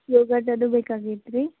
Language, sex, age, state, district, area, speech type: Kannada, female, 18-30, Karnataka, Gulbarga, rural, conversation